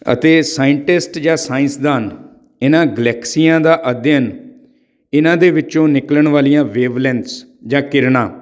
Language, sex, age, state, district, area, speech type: Punjabi, male, 45-60, Punjab, Patiala, urban, spontaneous